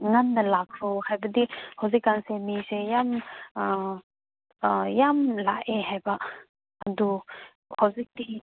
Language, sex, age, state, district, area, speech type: Manipuri, female, 18-30, Manipur, Kangpokpi, urban, conversation